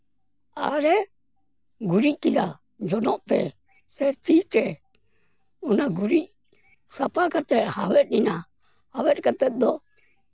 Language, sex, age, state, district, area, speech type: Santali, male, 60+, West Bengal, Purulia, rural, spontaneous